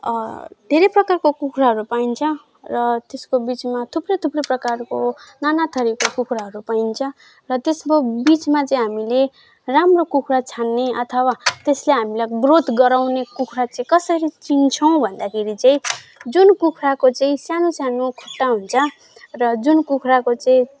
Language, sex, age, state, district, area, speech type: Nepali, female, 18-30, West Bengal, Alipurduar, urban, spontaneous